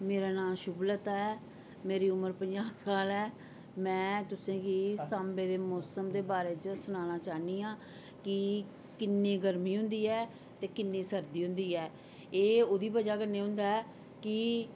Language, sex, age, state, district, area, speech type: Dogri, female, 45-60, Jammu and Kashmir, Samba, urban, spontaneous